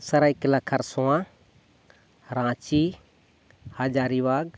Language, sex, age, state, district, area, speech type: Santali, male, 30-45, Jharkhand, Seraikela Kharsawan, rural, spontaneous